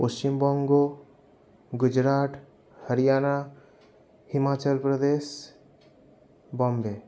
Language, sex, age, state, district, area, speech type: Bengali, male, 60+, West Bengal, Paschim Bardhaman, urban, spontaneous